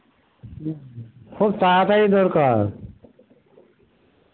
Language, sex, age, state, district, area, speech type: Bengali, male, 60+, West Bengal, Murshidabad, rural, conversation